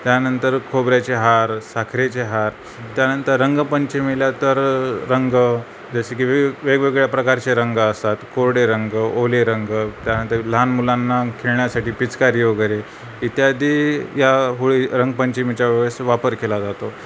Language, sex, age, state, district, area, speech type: Marathi, male, 45-60, Maharashtra, Nanded, rural, spontaneous